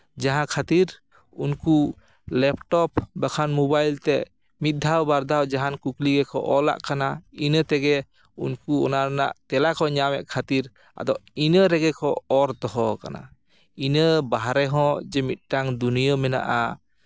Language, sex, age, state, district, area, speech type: Santali, male, 30-45, West Bengal, Jhargram, rural, spontaneous